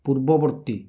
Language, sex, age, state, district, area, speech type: Odia, male, 45-60, Odisha, Balasore, rural, read